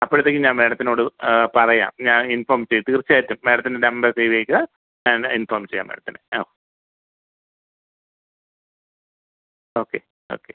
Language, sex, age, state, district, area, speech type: Malayalam, male, 45-60, Kerala, Thiruvananthapuram, urban, conversation